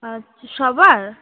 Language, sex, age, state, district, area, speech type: Bengali, female, 30-45, West Bengal, Kolkata, urban, conversation